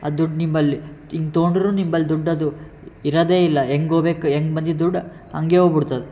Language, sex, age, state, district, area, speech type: Kannada, male, 18-30, Karnataka, Yadgir, urban, spontaneous